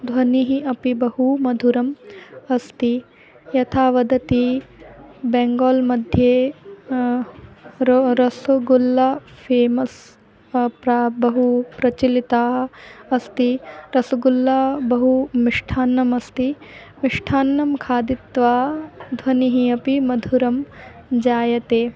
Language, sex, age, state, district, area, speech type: Sanskrit, female, 18-30, Madhya Pradesh, Ujjain, urban, spontaneous